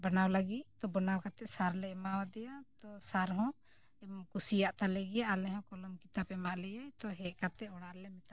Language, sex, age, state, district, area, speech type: Santali, female, 45-60, Jharkhand, Bokaro, rural, spontaneous